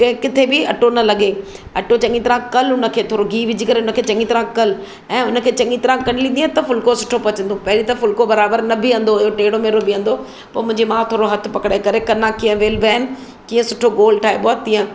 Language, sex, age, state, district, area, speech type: Sindhi, female, 45-60, Maharashtra, Mumbai Suburban, urban, spontaneous